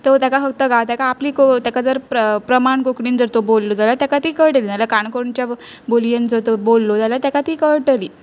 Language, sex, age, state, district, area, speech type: Goan Konkani, female, 18-30, Goa, Pernem, rural, spontaneous